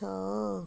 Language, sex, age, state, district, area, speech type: Odia, female, 45-60, Odisha, Puri, urban, read